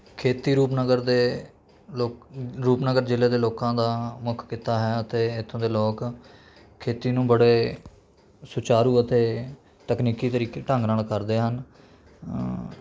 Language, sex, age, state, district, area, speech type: Punjabi, male, 18-30, Punjab, Rupnagar, rural, spontaneous